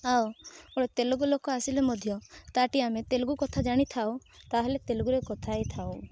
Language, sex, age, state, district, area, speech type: Odia, female, 18-30, Odisha, Rayagada, rural, spontaneous